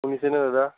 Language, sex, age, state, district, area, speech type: Assamese, male, 45-60, Assam, Nagaon, rural, conversation